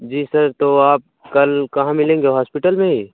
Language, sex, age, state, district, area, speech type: Hindi, male, 30-45, Uttar Pradesh, Pratapgarh, rural, conversation